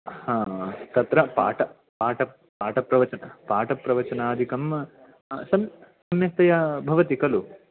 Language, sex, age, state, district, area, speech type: Sanskrit, male, 18-30, Karnataka, Uttara Kannada, urban, conversation